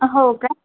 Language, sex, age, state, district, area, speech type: Marathi, female, 45-60, Maharashtra, Yavatmal, rural, conversation